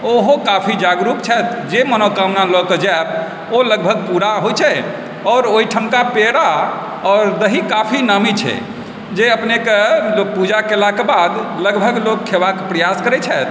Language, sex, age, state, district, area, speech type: Maithili, male, 45-60, Bihar, Supaul, urban, spontaneous